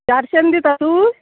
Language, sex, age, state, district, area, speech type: Goan Konkani, female, 45-60, Goa, Salcete, rural, conversation